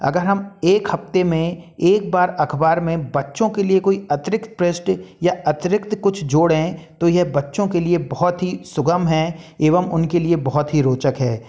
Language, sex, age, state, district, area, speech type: Hindi, male, 30-45, Madhya Pradesh, Jabalpur, urban, spontaneous